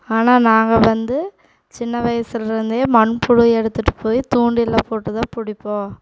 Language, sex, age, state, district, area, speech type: Tamil, female, 18-30, Tamil Nadu, Coimbatore, rural, spontaneous